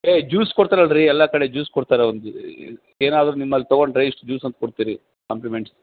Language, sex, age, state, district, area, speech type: Kannada, male, 60+, Karnataka, Bellary, rural, conversation